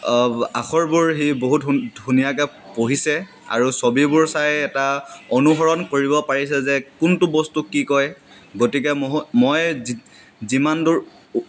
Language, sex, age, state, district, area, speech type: Assamese, male, 18-30, Assam, Dibrugarh, rural, spontaneous